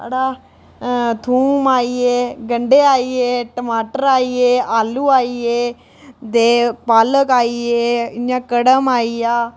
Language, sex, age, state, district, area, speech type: Dogri, female, 18-30, Jammu and Kashmir, Reasi, rural, spontaneous